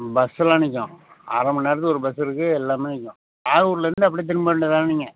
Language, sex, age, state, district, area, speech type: Tamil, male, 60+, Tamil Nadu, Nagapattinam, rural, conversation